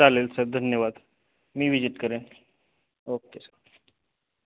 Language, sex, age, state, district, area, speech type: Marathi, male, 18-30, Maharashtra, Osmanabad, rural, conversation